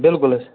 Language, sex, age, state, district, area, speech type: Kashmiri, male, 30-45, Jammu and Kashmir, Bandipora, rural, conversation